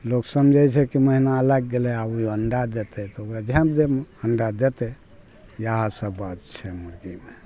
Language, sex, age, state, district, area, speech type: Maithili, male, 60+, Bihar, Araria, rural, spontaneous